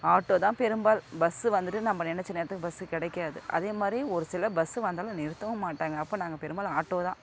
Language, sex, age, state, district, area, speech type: Tamil, female, 45-60, Tamil Nadu, Kallakurichi, urban, spontaneous